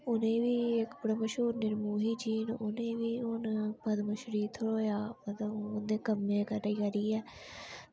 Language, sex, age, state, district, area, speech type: Dogri, female, 30-45, Jammu and Kashmir, Udhampur, rural, spontaneous